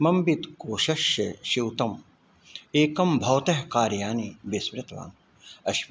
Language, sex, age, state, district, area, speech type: Sanskrit, male, 60+, Uttar Pradesh, Ayodhya, urban, spontaneous